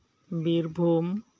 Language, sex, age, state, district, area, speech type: Santali, male, 30-45, West Bengal, Birbhum, rural, spontaneous